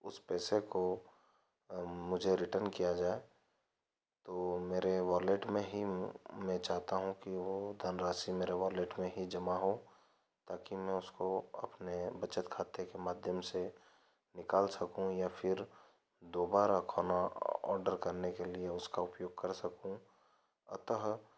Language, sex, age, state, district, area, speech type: Hindi, male, 30-45, Madhya Pradesh, Ujjain, rural, spontaneous